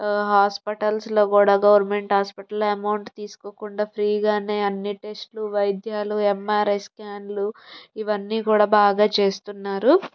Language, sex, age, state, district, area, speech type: Telugu, female, 18-30, Andhra Pradesh, Palnadu, rural, spontaneous